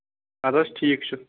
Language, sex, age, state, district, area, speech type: Kashmiri, male, 30-45, Jammu and Kashmir, Anantnag, rural, conversation